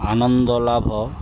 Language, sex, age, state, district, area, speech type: Odia, male, 30-45, Odisha, Kendrapara, urban, spontaneous